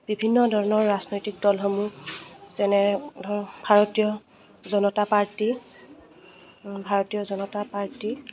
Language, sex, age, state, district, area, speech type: Assamese, female, 30-45, Assam, Goalpara, rural, spontaneous